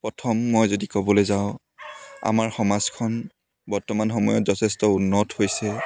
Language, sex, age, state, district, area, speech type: Assamese, male, 18-30, Assam, Dibrugarh, urban, spontaneous